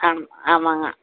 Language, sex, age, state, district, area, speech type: Tamil, female, 60+, Tamil Nadu, Coimbatore, urban, conversation